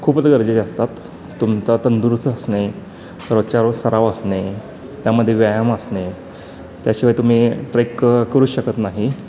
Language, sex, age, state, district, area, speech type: Marathi, male, 30-45, Maharashtra, Sangli, urban, spontaneous